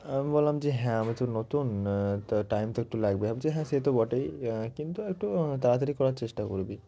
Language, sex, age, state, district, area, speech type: Bengali, male, 18-30, West Bengal, Murshidabad, urban, spontaneous